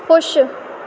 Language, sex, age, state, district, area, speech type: Urdu, female, 18-30, Uttar Pradesh, Aligarh, urban, read